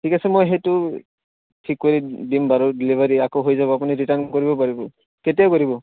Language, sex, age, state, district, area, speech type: Assamese, male, 18-30, Assam, Barpeta, rural, conversation